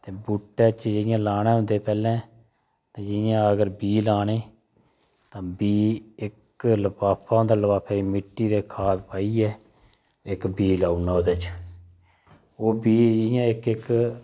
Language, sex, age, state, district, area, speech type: Dogri, male, 30-45, Jammu and Kashmir, Udhampur, rural, spontaneous